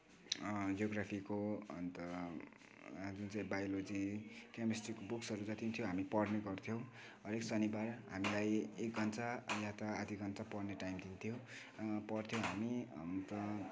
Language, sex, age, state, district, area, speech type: Nepali, male, 18-30, West Bengal, Kalimpong, rural, spontaneous